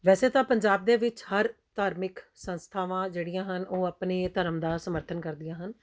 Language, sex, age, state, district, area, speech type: Punjabi, female, 30-45, Punjab, Tarn Taran, urban, spontaneous